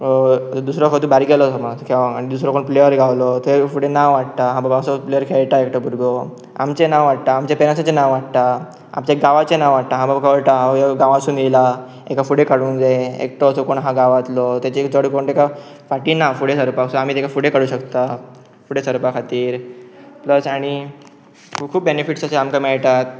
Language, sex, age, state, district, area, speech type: Goan Konkani, male, 18-30, Goa, Pernem, rural, spontaneous